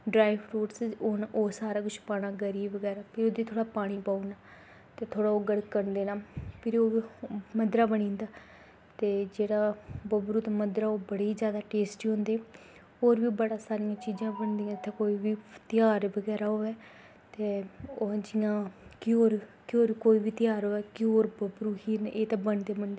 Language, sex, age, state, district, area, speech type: Dogri, female, 18-30, Jammu and Kashmir, Kathua, rural, spontaneous